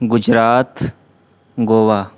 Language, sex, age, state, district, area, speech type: Urdu, male, 18-30, Uttar Pradesh, Siddharthnagar, rural, spontaneous